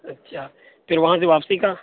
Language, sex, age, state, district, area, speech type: Urdu, male, 18-30, Uttar Pradesh, Saharanpur, urban, conversation